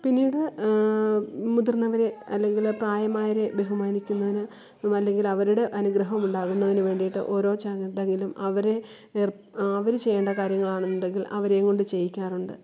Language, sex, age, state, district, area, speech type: Malayalam, female, 30-45, Kerala, Kollam, rural, spontaneous